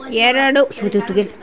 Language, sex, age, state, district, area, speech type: Kannada, female, 45-60, Karnataka, Shimoga, rural, read